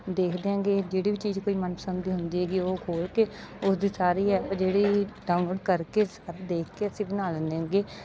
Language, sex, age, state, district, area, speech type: Punjabi, female, 30-45, Punjab, Bathinda, rural, spontaneous